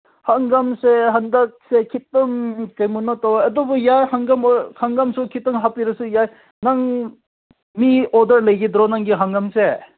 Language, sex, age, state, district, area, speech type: Manipuri, male, 18-30, Manipur, Senapati, rural, conversation